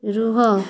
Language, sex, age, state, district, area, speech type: Odia, female, 18-30, Odisha, Mayurbhanj, rural, read